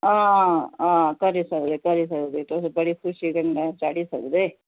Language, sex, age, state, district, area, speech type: Dogri, female, 45-60, Jammu and Kashmir, Udhampur, urban, conversation